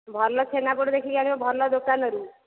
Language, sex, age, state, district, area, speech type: Odia, female, 45-60, Odisha, Dhenkanal, rural, conversation